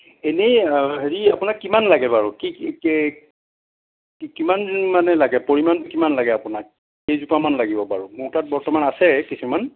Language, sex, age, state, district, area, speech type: Assamese, male, 60+, Assam, Sonitpur, urban, conversation